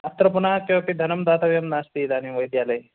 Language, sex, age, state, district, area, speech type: Sanskrit, male, 45-60, Karnataka, Bangalore Urban, urban, conversation